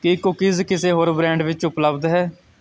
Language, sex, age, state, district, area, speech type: Punjabi, male, 18-30, Punjab, Shaheed Bhagat Singh Nagar, rural, read